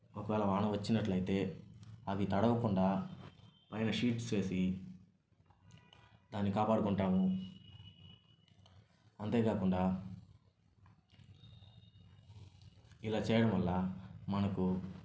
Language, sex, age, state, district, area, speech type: Telugu, male, 18-30, Andhra Pradesh, Sri Balaji, rural, spontaneous